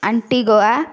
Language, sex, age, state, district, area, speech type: Odia, female, 18-30, Odisha, Kendrapara, urban, spontaneous